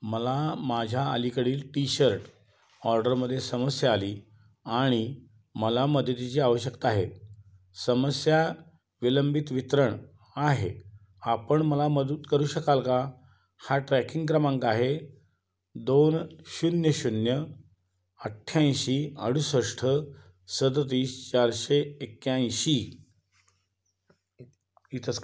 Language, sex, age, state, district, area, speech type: Marathi, male, 60+, Maharashtra, Kolhapur, urban, read